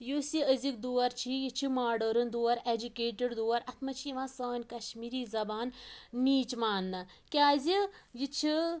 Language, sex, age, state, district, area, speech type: Kashmiri, female, 18-30, Jammu and Kashmir, Pulwama, rural, spontaneous